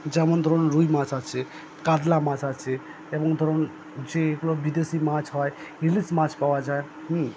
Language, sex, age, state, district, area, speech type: Bengali, male, 30-45, West Bengal, Purba Bardhaman, urban, spontaneous